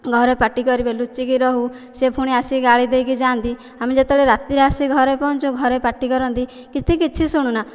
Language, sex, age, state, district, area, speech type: Odia, female, 18-30, Odisha, Dhenkanal, rural, spontaneous